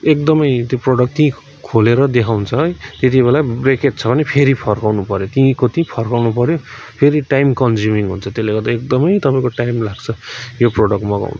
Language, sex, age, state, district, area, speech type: Nepali, male, 30-45, West Bengal, Kalimpong, rural, spontaneous